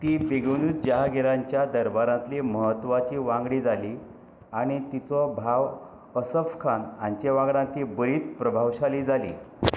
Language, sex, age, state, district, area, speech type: Goan Konkani, male, 60+, Goa, Canacona, rural, read